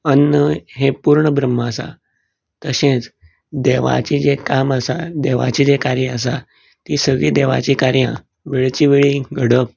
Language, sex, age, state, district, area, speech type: Goan Konkani, male, 18-30, Goa, Canacona, rural, spontaneous